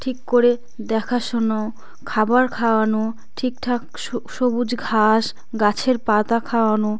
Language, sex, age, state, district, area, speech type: Bengali, female, 18-30, West Bengal, South 24 Parganas, rural, spontaneous